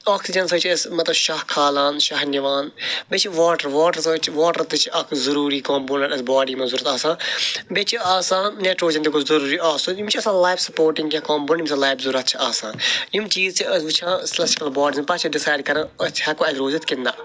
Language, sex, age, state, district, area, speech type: Kashmiri, male, 45-60, Jammu and Kashmir, Srinagar, urban, spontaneous